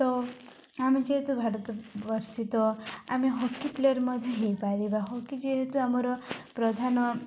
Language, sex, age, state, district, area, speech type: Odia, female, 18-30, Odisha, Nabarangpur, urban, spontaneous